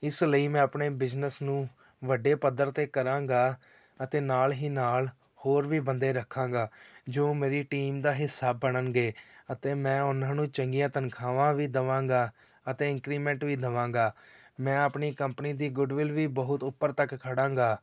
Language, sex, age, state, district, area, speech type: Punjabi, male, 18-30, Punjab, Tarn Taran, urban, spontaneous